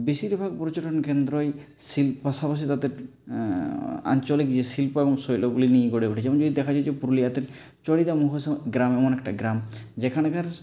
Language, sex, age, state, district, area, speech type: Bengali, male, 45-60, West Bengal, Purulia, urban, spontaneous